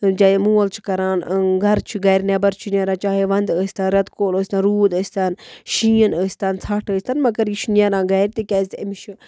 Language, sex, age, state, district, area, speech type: Kashmiri, female, 30-45, Jammu and Kashmir, Budgam, rural, spontaneous